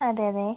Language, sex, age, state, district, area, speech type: Malayalam, female, 45-60, Kerala, Kozhikode, urban, conversation